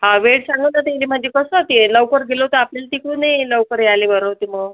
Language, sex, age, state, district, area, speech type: Marathi, female, 30-45, Maharashtra, Amravati, rural, conversation